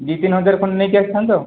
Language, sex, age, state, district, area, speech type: Odia, male, 18-30, Odisha, Kandhamal, rural, conversation